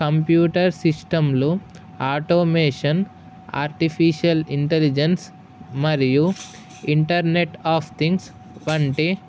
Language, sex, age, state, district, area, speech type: Telugu, male, 18-30, Telangana, Mahabubabad, urban, spontaneous